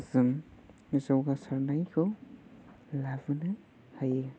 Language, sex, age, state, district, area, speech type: Bodo, male, 18-30, Assam, Chirang, rural, spontaneous